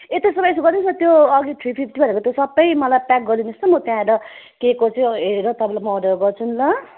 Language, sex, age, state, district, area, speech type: Nepali, female, 45-60, West Bengal, Jalpaiguri, urban, conversation